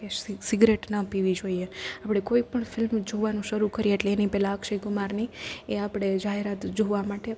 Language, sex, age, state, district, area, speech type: Gujarati, female, 18-30, Gujarat, Rajkot, urban, spontaneous